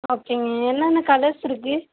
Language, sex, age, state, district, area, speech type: Tamil, female, 18-30, Tamil Nadu, Ariyalur, rural, conversation